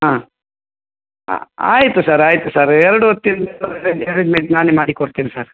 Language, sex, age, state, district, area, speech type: Kannada, male, 45-60, Karnataka, Udupi, rural, conversation